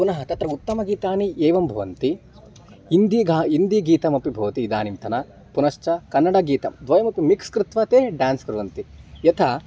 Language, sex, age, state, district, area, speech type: Sanskrit, male, 18-30, Karnataka, Chitradurga, rural, spontaneous